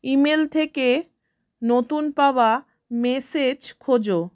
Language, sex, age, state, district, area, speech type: Bengali, female, 30-45, West Bengal, South 24 Parganas, rural, read